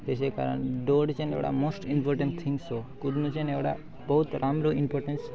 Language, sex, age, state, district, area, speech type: Nepali, male, 18-30, West Bengal, Alipurduar, urban, spontaneous